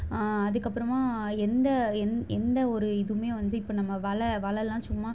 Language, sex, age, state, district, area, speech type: Tamil, female, 18-30, Tamil Nadu, Chennai, urban, spontaneous